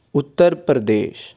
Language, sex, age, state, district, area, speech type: Punjabi, male, 18-30, Punjab, Amritsar, urban, spontaneous